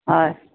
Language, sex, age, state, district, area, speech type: Assamese, female, 60+, Assam, Lakhimpur, urban, conversation